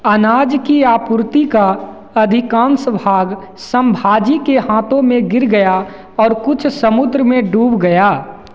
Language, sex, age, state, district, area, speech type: Hindi, male, 18-30, Bihar, Begusarai, rural, read